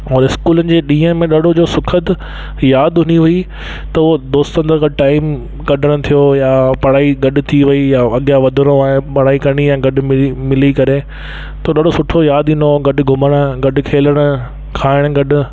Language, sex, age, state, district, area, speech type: Sindhi, male, 30-45, Rajasthan, Ajmer, urban, spontaneous